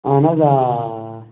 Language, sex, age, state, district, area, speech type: Kashmiri, male, 30-45, Jammu and Kashmir, Pulwama, urban, conversation